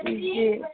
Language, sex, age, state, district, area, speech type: Urdu, female, 30-45, Delhi, New Delhi, urban, conversation